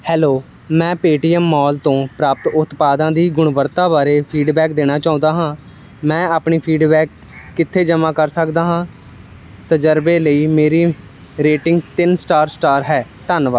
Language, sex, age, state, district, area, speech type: Punjabi, male, 18-30, Punjab, Ludhiana, rural, read